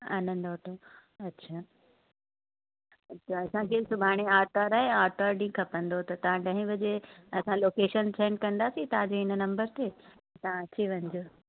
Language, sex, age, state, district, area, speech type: Sindhi, female, 30-45, Uttar Pradesh, Lucknow, urban, conversation